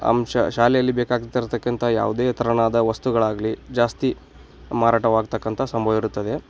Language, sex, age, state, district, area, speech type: Kannada, male, 18-30, Karnataka, Bagalkot, rural, spontaneous